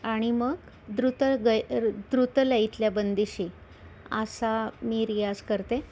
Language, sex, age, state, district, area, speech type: Marathi, female, 45-60, Maharashtra, Pune, urban, spontaneous